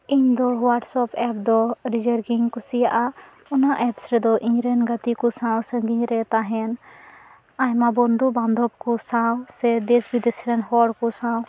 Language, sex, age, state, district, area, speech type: Santali, female, 18-30, West Bengal, Purba Bardhaman, rural, spontaneous